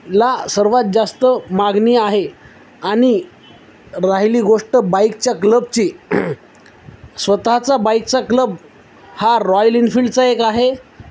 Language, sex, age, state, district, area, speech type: Marathi, male, 30-45, Maharashtra, Nanded, urban, spontaneous